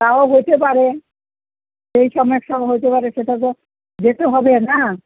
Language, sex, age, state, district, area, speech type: Bengali, female, 60+, West Bengal, Kolkata, urban, conversation